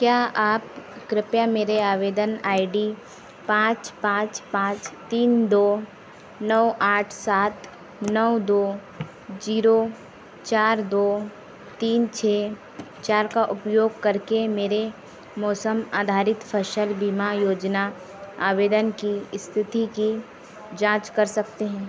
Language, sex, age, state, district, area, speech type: Hindi, female, 18-30, Madhya Pradesh, Harda, urban, read